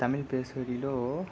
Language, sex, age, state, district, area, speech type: Tamil, male, 18-30, Tamil Nadu, Virudhunagar, urban, spontaneous